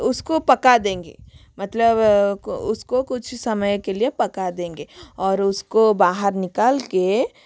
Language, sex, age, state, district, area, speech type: Hindi, female, 30-45, Rajasthan, Jodhpur, rural, spontaneous